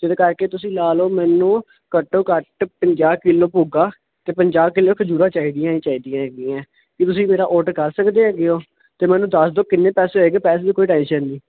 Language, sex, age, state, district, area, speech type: Punjabi, male, 18-30, Punjab, Ludhiana, urban, conversation